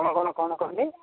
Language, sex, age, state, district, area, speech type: Odia, male, 45-60, Odisha, Nuapada, urban, conversation